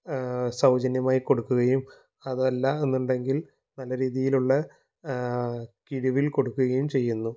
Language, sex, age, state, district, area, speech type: Malayalam, male, 18-30, Kerala, Thrissur, urban, spontaneous